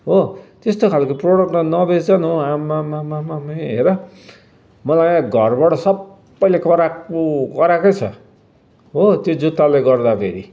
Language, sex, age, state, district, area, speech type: Nepali, male, 60+, West Bengal, Kalimpong, rural, spontaneous